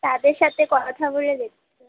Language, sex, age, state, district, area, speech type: Bengali, female, 18-30, West Bengal, Alipurduar, rural, conversation